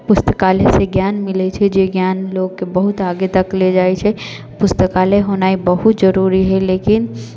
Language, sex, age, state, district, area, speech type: Maithili, female, 18-30, Bihar, Sitamarhi, rural, spontaneous